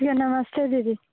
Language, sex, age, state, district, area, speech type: Hindi, female, 18-30, Bihar, Muzaffarpur, rural, conversation